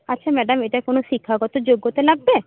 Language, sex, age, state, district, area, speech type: Bengali, female, 30-45, West Bengal, Paschim Medinipur, rural, conversation